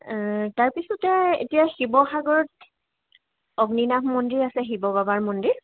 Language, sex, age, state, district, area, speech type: Assamese, female, 30-45, Assam, Jorhat, urban, conversation